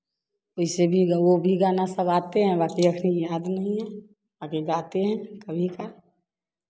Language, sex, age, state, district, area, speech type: Hindi, female, 30-45, Bihar, Samastipur, rural, spontaneous